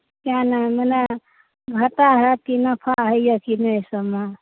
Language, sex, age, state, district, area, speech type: Maithili, female, 30-45, Bihar, Saharsa, rural, conversation